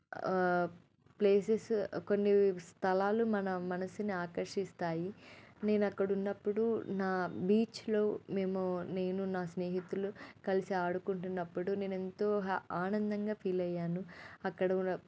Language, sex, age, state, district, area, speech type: Telugu, female, 18-30, Telangana, Medak, rural, spontaneous